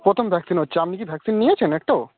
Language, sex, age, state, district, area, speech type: Bengali, male, 18-30, West Bengal, Howrah, urban, conversation